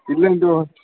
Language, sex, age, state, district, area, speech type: Kannada, male, 18-30, Karnataka, Bellary, rural, conversation